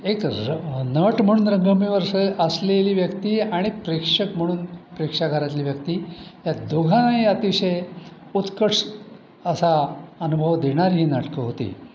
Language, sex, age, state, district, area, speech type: Marathi, male, 60+, Maharashtra, Pune, urban, spontaneous